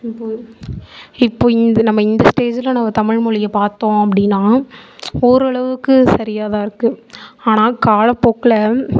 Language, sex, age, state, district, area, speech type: Tamil, female, 18-30, Tamil Nadu, Mayiladuthurai, urban, spontaneous